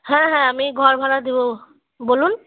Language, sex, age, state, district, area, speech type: Bengali, female, 30-45, West Bengal, Murshidabad, urban, conversation